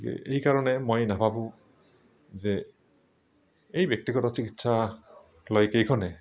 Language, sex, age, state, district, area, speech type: Assamese, male, 60+, Assam, Barpeta, rural, spontaneous